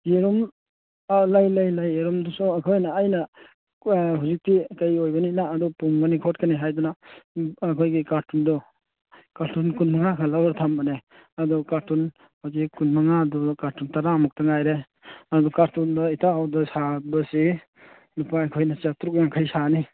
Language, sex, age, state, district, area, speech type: Manipuri, male, 45-60, Manipur, Churachandpur, rural, conversation